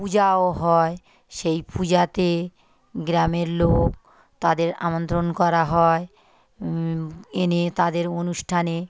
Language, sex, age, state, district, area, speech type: Bengali, female, 45-60, West Bengal, South 24 Parganas, rural, spontaneous